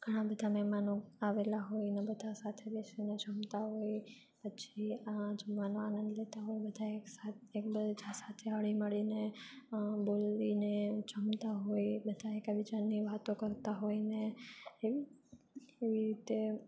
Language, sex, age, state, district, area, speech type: Gujarati, female, 18-30, Gujarat, Junagadh, urban, spontaneous